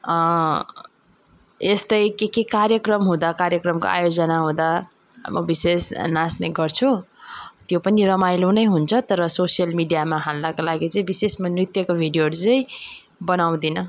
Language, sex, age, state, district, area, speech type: Nepali, female, 30-45, West Bengal, Darjeeling, rural, spontaneous